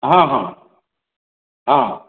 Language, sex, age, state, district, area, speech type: Odia, male, 60+, Odisha, Khordha, rural, conversation